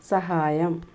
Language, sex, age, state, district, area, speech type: Malayalam, female, 30-45, Kerala, Malappuram, rural, read